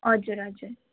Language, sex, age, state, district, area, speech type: Nepali, female, 18-30, West Bengal, Darjeeling, rural, conversation